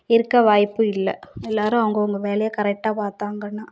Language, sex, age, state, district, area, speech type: Tamil, female, 30-45, Tamil Nadu, Thoothukudi, urban, spontaneous